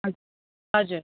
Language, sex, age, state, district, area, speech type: Nepali, female, 18-30, West Bengal, Kalimpong, rural, conversation